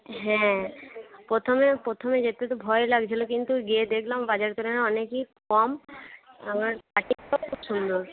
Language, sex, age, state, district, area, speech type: Bengali, female, 18-30, West Bengal, Cooch Behar, rural, conversation